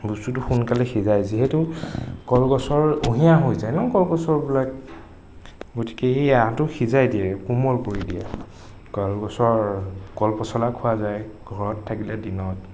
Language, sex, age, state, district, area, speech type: Assamese, male, 18-30, Assam, Nagaon, rural, spontaneous